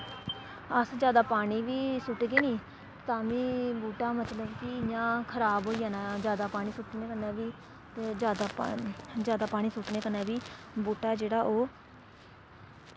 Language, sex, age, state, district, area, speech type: Dogri, female, 18-30, Jammu and Kashmir, Samba, rural, spontaneous